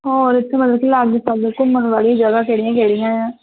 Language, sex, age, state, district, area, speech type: Punjabi, female, 18-30, Punjab, Hoshiarpur, rural, conversation